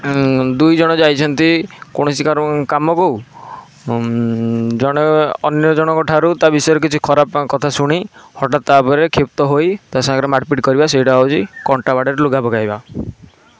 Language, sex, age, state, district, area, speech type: Odia, male, 18-30, Odisha, Kendrapara, urban, spontaneous